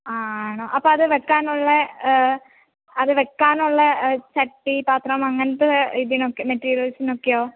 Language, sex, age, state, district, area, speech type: Malayalam, female, 18-30, Kerala, Kottayam, rural, conversation